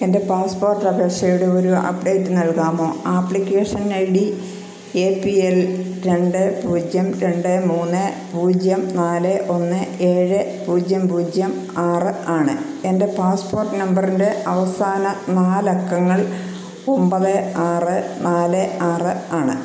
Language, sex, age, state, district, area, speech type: Malayalam, female, 60+, Kerala, Pathanamthitta, rural, read